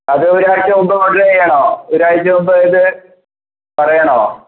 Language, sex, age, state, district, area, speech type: Malayalam, female, 30-45, Kerala, Kozhikode, urban, conversation